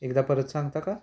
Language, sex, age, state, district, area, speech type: Marathi, male, 18-30, Maharashtra, Kolhapur, urban, spontaneous